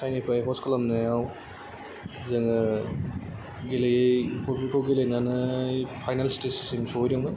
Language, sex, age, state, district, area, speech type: Bodo, male, 30-45, Assam, Kokrajhar, rural, spontaneous